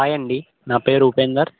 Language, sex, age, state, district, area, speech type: Telugu, male, 18-30, Telangana, Bhadradri Kothagudem, urban, conversation